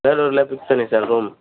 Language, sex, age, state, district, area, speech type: Tamil, male, 18-30, Tamil Nadu, Vellore, urban, conversation